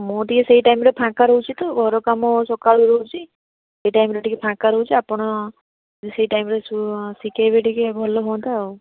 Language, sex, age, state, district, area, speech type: Odia, female, 30-45, Odisha, Balasore, rural, conversation